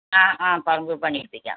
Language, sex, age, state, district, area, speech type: Malayalam, female, 60+, Kerala, Malappuram, rural, conversation